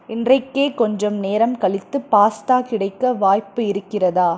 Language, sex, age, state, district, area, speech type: Tamil, female, 18-30, Tamil Nadu, Krishnagiri, rural, read